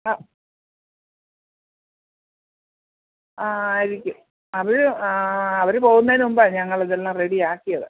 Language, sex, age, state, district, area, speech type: Malayalam, female, 45-60, Kerala, Pathanamthitta, rural, conversation